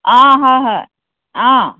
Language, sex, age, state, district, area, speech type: Assamese, female, 45-60, Assam, Jorhat, urban, conversation